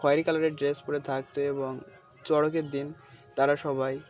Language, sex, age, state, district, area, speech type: Bengali, male, 18-30, West Bengal, Birbhum, urban, spontaneous